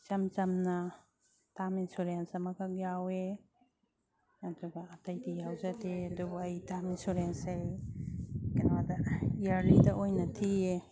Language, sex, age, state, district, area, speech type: Manipuri, female, 45-60, Manipur, Imphal East, rural, spontaneous